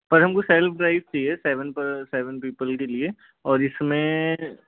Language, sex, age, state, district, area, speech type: Hindi, male, 30-45, Madhya Pradesh, Balaghat, rural, conversation